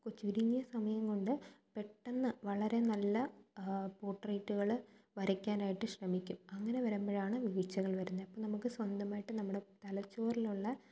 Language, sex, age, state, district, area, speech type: Malayalam, female, 18-30, Kerala, Thiruvananthapuram, rural, spontaneous